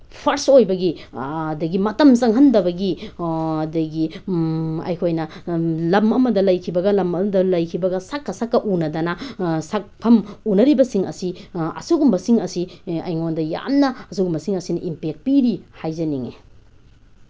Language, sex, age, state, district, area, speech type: Manipuri, female, 30-45, Manipur, Tengnoupal, rural, spontaneous